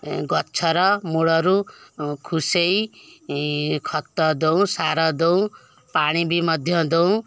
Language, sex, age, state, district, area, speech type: Odia, female, 45-60, Odisha, Kendujhar, urban, spontaneous